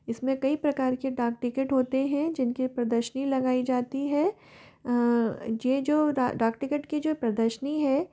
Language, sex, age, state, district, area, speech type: Hindi, female, 30-45, Rajasthan, Jaipur, urban, spontaneous